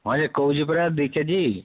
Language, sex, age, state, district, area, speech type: Odia, male, 30-45, Odisha, Mayurbhanj, rural, conversation